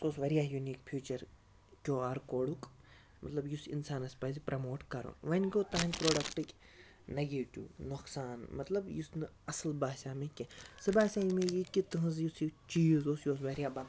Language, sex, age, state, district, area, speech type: Kashmiri, male, 60+, Jammu and Kashmir, Baramulla, rural, spontaneous